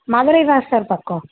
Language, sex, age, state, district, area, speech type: Tamil, female, 18-30, Tamil Nadu, Madurai, urban, conversation